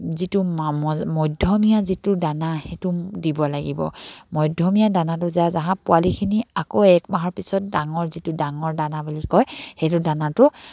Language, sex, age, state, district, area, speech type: Assamese, female, 45-60, Assam, Dibrugarh, rural, spontaneous